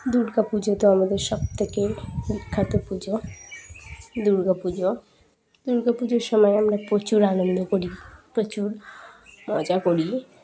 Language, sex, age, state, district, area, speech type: Bengali, female, 18-30, West Bengal, Dakshin Dinajpur, urban, spontaneous